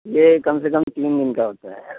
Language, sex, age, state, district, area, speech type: Urdu, male, 30-45, Uttar Pradesh, Lucknow, urban, conversation